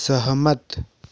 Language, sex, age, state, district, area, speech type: Hindi, male, 18-30, Madhya Pradesh, Betul, urban, read